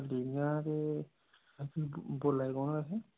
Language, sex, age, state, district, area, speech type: Dogri, male, 30-45, Jammu and Kashmir, Samba, rural, conversation